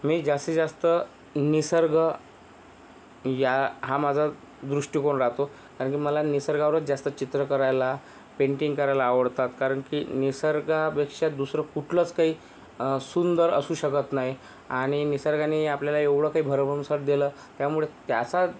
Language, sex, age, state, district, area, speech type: Marathi, male, 30-45, Maharashtra, Yavatmal, rural, spontaneous